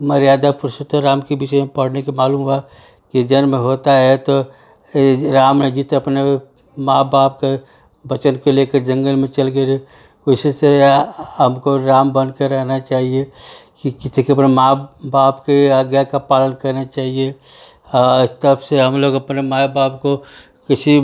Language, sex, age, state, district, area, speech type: Hindi, male, 45-60, Uttar Pradesh, Ghazipur, rural, spontaneous